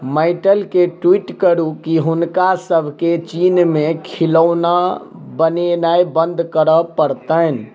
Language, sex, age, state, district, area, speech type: Maithili, male, 18-30, Bihar, Madhubani, rural, read